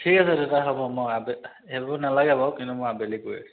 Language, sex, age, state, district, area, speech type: Assamese, male, 30-45, Assam, Majuli, urban, conversation